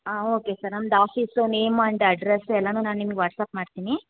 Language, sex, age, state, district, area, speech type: Kannada, female, 18-30, Karnataka, Hassan, rural, conversation